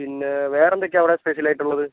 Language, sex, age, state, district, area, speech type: Malayalam, male, 18-30, Kerala, Wayanad, rural, conversation